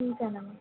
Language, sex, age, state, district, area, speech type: Marathi, female, 30-45, Maharashtra, Nagpur, rural, conversation